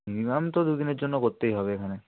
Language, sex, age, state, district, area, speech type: Bengali, male, 18-30, West Bengal, North 24 Parganas, rural, conversation